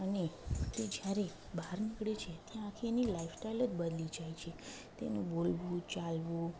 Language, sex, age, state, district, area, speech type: Gujarati, female, 30-45, Gujarat, Junagadh, rural, spontaneous